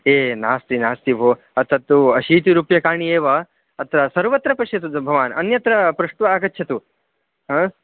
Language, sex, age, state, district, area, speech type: Sanskrit, male, 18-30, Karnataka, Uttara Kannada, rural, conversation